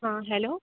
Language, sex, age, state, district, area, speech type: Hindi, female, 30-45, Uttar Pradesh, Sonbhadra, rural, conversation